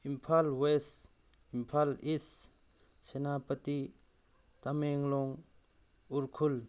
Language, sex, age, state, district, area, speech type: Manipuri, male, 45-60, Manipur, Tengnoupal, rural, spontaneous